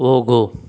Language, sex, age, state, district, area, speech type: Kannada, male, 45-60, Karnataka, Bidar, rural, read